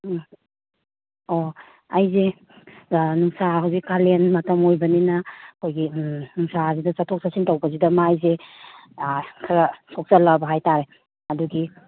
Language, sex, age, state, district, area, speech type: Manipuri, female, 30-45, Manipur, Imphal East, urban, conversation